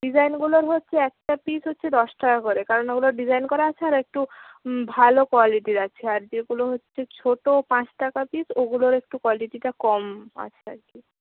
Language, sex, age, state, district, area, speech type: Bengali, female, 18-30, West Bengal, Bankura, rural, conversation